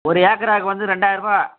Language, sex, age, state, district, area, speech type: Tamil, male, 30-45, Tamil Nadu, Chengalpattu, rural, conversation